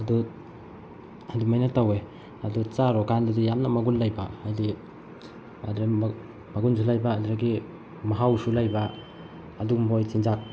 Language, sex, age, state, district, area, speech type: Manipuri, male, 18-30, Manipur, Bishnupur, rural, spontaneous